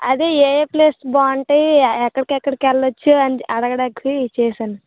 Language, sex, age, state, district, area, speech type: Telugu, female, 18-30, Andhra Pradesh, Vizianagaram, rural, conversation